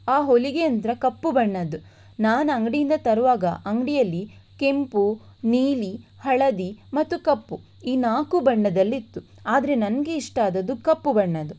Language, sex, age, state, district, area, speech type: Kannada, female, 18-30, Karnataka, Shimoga, rural, spontaneous